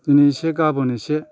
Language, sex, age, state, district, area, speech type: Bodo, male, 45-60, Assam, Baksa, rural, spontaneous